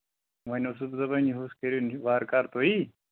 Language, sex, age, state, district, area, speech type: Kashmiri, male, 18-30, Jammu and Kashmir, Anantnag, rural, conversation